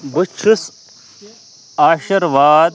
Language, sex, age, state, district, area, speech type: Kashmiri, male, 30-45, Jammu and Kashmir, Ganderbal, rural, read